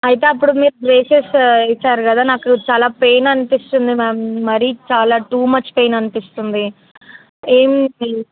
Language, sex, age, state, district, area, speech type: Telugu, female, 18-30, Telangana, Vikarabad, rural, conversation